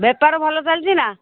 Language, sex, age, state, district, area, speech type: Odia, female, 60+, Odisha, Angul, rural, conversation